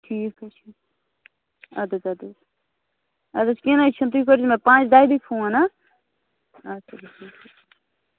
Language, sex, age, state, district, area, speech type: Kashmiri, female, 18-30, Jammu and Kashmir, Bandipora, rural, conversation